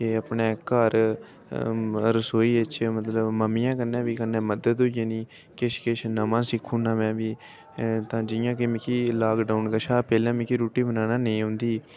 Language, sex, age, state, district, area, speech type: Dogri, male, 18-30, Jammu and Kashmir, Udhampur, rural, spontaneous